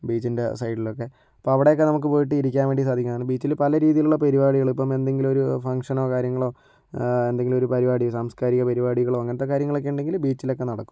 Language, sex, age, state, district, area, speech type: Malayalam, male, 45-60, Kerala, Kozhikode, urban, spontaneous